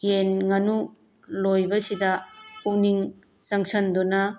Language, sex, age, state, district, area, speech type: Manipuri, female, 45-60, Manipur, Tengnoupal, urban, spontaneous